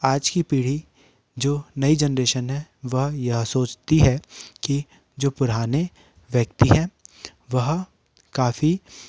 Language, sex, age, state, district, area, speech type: Hindi, male, 18-30, Madhya Pradesh, Betul, urban, spontaneous